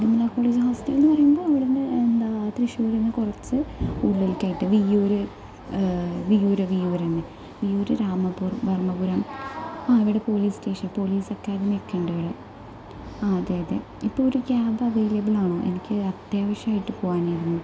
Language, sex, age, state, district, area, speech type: Malayalam, female, 18-30, Kerala, Thrissur, rural, spontaneous